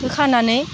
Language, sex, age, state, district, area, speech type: Bodo, female, 45-60, Assam, Udalguri, rural, spontaneous